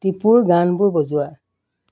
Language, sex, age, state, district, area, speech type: Assamese, female, 45-60, Assam, Golaghat, urban, read